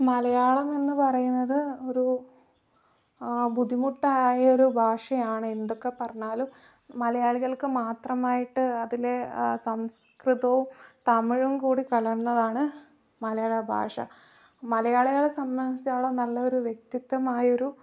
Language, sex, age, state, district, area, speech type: Malayalam, female, 18-30, Kerala, Wayanad, rural, spontaneous